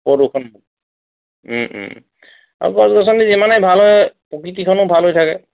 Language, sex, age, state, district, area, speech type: Assamese, male, 45-60, Assam, Sivasagar, rural, conversation